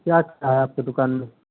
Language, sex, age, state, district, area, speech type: Hindi, male, 30-45, Uttar Pradesh, Mau, urban, conversation